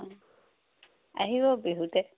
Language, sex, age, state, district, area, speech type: Assamese, female, 30-45, Assam, Tinsukia, urban, conversation